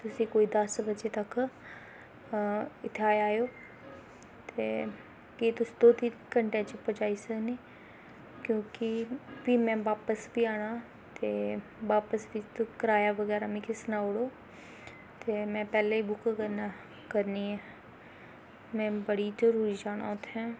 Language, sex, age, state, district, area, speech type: Dogri, female, 18-30, Jammu and Kashmir, Kathua, rural, spontaneous